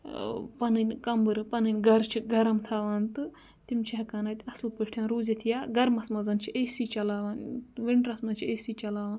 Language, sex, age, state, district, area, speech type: Kashmiri, female, 30-45, Jammu and Kashmir, Budgam, rural, spontaneous